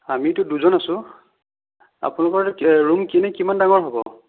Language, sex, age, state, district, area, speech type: Assamese, female, 18-30, Assam, Sonitpur, rural, conversation